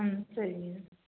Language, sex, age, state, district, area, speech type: Tamil, female, 45-60, Tamil Nadu, Salem, rural, conversation